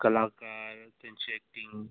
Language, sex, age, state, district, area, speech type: Marathi, male, 30-45, Maharashtra, Yavatmal, urban, conversation